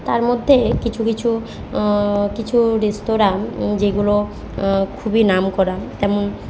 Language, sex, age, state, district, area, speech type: Bengali, female, 45-60, West Bengal, Jhargram, rural, spontaneous